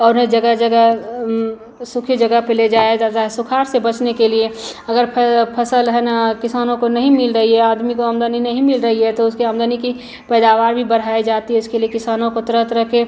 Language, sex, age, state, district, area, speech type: Hindi, female, 45-60, Bihar, Madhubani, rural, spontaneous